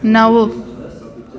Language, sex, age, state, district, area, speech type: Sindhi, female, 30-45, Delhi, South Delhi, urban, read